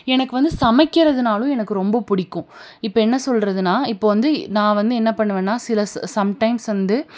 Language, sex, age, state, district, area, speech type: Tamil, female, 18-30, Tamil Nadu, Tiruppur, urban, spontaneous